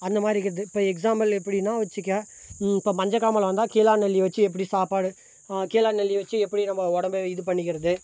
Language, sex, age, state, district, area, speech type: Tamil, male, 30-45, Tamil Nadu, Dharmapuri, rural, spontaneous